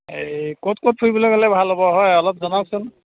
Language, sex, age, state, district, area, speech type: Assamese, male, 45-60, Assam, Dibrugarh, rural, conversation